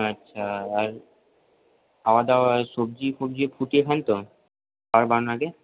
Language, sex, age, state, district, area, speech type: Bengali, male, 18-30, West Bengal, Purba Bardhaman, urban, conversation